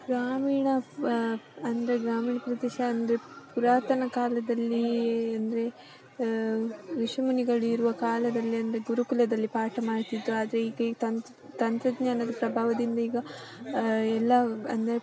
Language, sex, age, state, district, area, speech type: Kannada, female, 18-30, Karnataka, Udupi, rural, spontaneous